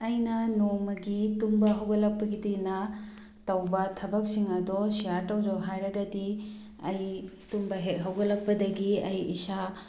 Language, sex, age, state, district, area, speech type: Manipuri, female, 45-60, Manipur, Bishnupur, rural, spontaneous